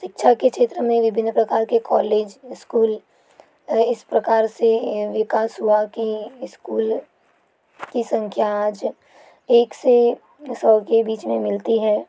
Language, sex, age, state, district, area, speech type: Hindi, other, 18-30, Madhya Pradesh, Balaghat, rural, spontaneous